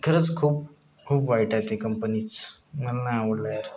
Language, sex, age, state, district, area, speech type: Marathi, male, 30-45, Maharashtra, Gadchiroli, rural, spontaneous